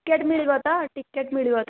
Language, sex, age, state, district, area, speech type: Odia, female, 18-30, Odisha, Nayagarh, rural, conversation